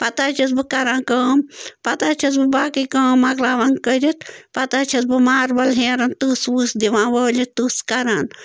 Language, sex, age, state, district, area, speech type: Kashmiri, female, 45-60, Jammu and Kashmir, Bandipora, rural, spontaneous